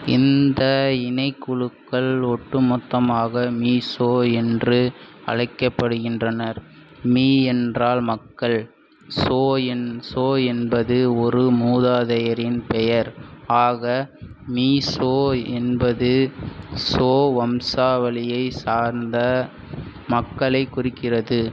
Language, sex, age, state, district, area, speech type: Tamil, male, 18-30, Tamil Nadu, Sivaganga, rural, read